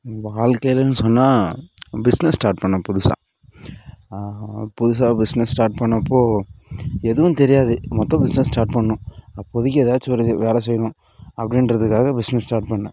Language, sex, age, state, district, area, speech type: Tamil, female, 18-30, Tamil Nadu, Dharmapuri, rural, spontaneous